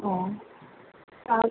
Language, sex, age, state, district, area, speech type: Bengali, female, 18-30, West Bengal, Kolkata, urban, conversation